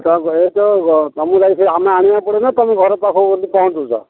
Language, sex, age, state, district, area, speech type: Odia, male, 60+, Odisha, Gajapati, rural, conversation